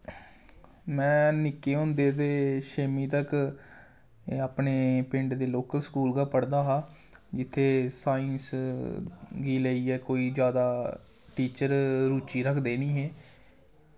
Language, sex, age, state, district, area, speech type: Dogri, male, 18-30, Jammu and Kashmir, Samba, rural, spontaneous